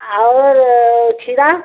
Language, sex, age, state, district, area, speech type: Hindi, female, 60+, Uttar Pradesh, Mau, urban, conversation